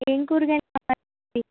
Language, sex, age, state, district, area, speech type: Telugu, female, 18-30, Andhra Pradesh, N T Rama Rao, urban, conversation